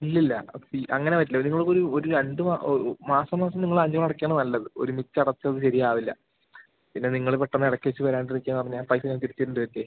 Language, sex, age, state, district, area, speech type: Malayalam, male, 18-30, Kerala, Palakkad, rural, conversation